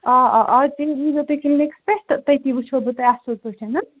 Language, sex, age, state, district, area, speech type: Kashmiri, female, 30-45, Jammu and Kashmir, Kupwara, rural, conversation